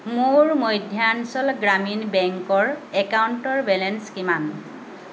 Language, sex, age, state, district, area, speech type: Assamese, female, 45-60, Assam, Lakhimpur, rural, read